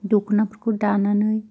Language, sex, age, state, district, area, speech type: Bodo, female, 18-30, Assam, Chirang, rural, spontaneous